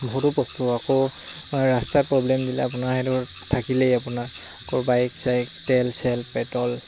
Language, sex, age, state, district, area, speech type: Assamese, male, 18-30, Assam, Lakhimpur, rural, spontaneous